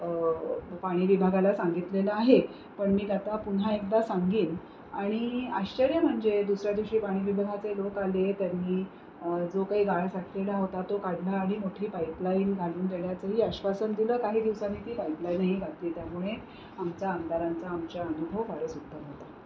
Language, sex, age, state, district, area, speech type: Marathi, female, 45-60, Maharashtra, Pune, urban, spontaneous